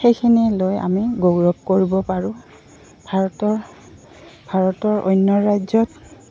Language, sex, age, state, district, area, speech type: Assamese, female, 45-60, Assam, Goalpara, urban, spontaneous